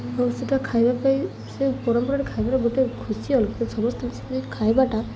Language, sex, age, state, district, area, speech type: Odia, female, 18-30, Odisha, Malkangiri, urban, spontaneous